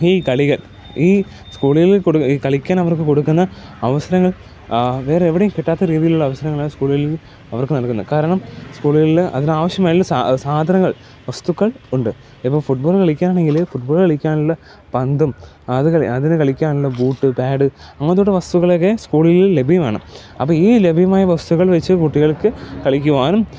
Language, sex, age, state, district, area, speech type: Malayalam, male, 18-30, Kerala, Pathanamthitta, rural, spontaneous